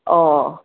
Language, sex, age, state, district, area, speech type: Manipuri, female, 30-45, Manipur, Senapati, rural, conversation